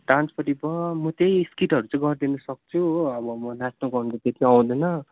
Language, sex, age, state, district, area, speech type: Nepali, male, 18-30, West Bengal, Darjeeling, rural, conversation